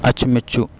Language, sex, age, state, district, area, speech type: Kannada, male, 30-45, Karnataka, Udupi, rural, spontaneous